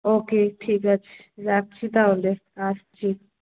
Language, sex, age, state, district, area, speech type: Bengali, female, 18-30, West Bengal, South 24 Parganas, rural, conversation